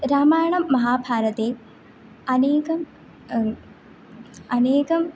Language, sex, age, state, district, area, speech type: Sanskrit, female, 18-30, Kerala, Kannur, rural, spontaneous